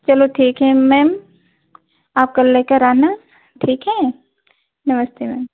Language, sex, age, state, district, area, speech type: Hindi, female, 45-60, Uttar Pradesh, Ayodhya, rural, conversation